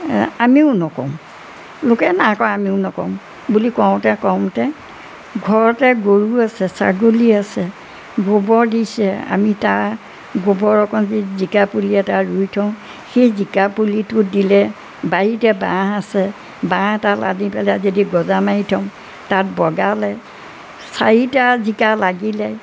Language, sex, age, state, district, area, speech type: Assamese, female, 60+, Assam, Majuli, rural, spontaneous